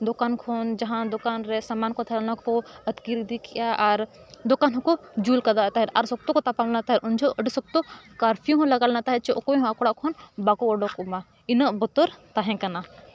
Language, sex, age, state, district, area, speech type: Santali, female, 18-30, Jharkhand, Bokaro, rural, spontaneous